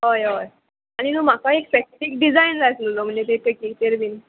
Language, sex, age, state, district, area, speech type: Goan Konkani, female, 18-30, Goa, Murmgao, urban, conversation